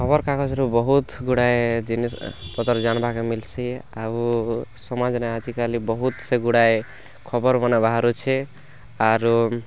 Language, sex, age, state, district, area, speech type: Odia, male, 18-30, Odisha, Kalahandi, rural, spontaneous